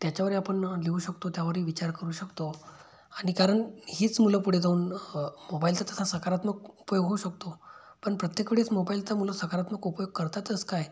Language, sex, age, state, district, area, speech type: Marathi, male, 30-45, Maharashtra, Amravati, rural, spontaneous